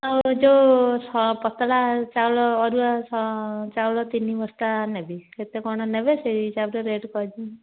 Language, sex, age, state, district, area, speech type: Odia, female, 45-60, Odisha, Dhenkanal, rural, conversation